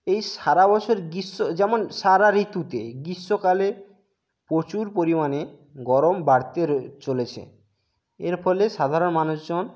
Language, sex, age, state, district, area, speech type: Bengali, male, 30-45, West Bengal, Jhargram, rural, spontaneous